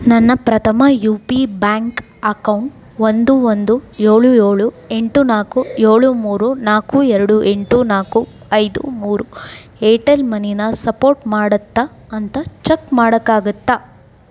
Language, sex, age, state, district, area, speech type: Kannada, female, 30-45, Karnataka, Davanagere, urban, read